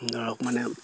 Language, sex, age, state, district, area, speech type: Assamese, male, 60+, Assam, Dibrugarh, rural, spontaneous